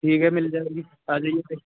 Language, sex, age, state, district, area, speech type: Urdu, male, 45-60, Uttar Pradesh, Muzaffarnagar, urban, conversation